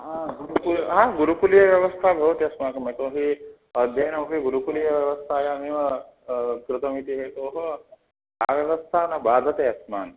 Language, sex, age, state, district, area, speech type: Sanskrit, male, 30-45, Karnataka, Uttara Kannada, rural, conversation